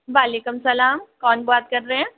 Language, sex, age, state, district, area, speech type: Hindi, female, 60+, Rajasthan, Jaipur, urban, conversation